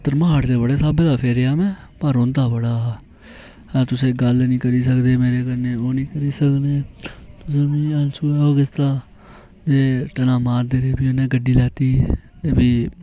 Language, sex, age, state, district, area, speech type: Dogri, male, 18-30, Jammu and Kashmir, Reasi, rural, spontaneous